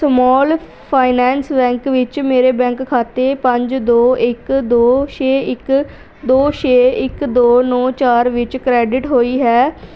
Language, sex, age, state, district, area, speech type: Punjabi, female, 18-30, Punjab, Pathankot, urban, read